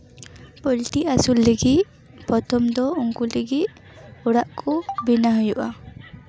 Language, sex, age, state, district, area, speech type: Santali, female, 18-30, West Bengal, Paschim Bardhaman, rural, spontaneous